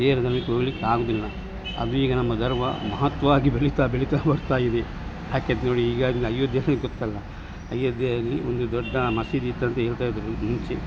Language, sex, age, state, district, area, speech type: Kannada, male, 60+, Karnataka, Dakshina Kannada, rural, spontaneous